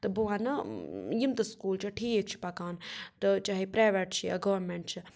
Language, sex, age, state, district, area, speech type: Kashmiri, other, 30-45, Jammu and Kashmir, Budgam, rural, spontaneous